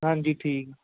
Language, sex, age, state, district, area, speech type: Punjabi, male, 18-30, Punjab, Tarn Taran, rural, conversation